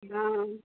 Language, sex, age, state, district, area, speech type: Maithili, female, 30-45, Bihar, Araria, rural, conversation